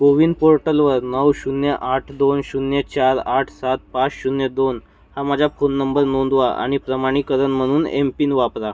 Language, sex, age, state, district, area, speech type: Marathi, male, 30-45, Maharashtra, Nagpur, rural, read